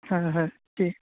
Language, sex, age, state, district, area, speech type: Assamese, male, 30-45, Assam, Sonitpur, urban, conversation